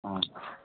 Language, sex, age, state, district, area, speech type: Bengali, male, 45-60, West Bengal, Alipurduar, rural, conversation